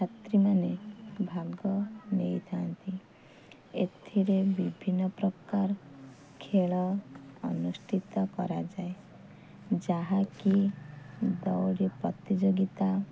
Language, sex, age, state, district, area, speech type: Odia, female, 30-45, Odisha, Kendrapara, urban, spontaneous